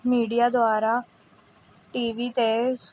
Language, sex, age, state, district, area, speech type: Punjabi, female, 18-30, Punjab, Pathankot, urban, spontaneous